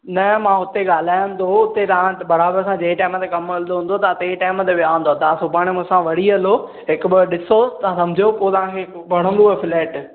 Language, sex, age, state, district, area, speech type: Sindhi, male, 18-30, Maharashtra, Thane, urban, conversation